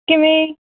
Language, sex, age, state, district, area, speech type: Punjabi, female, 18-30, Punjab, Bathinda, rural, conversation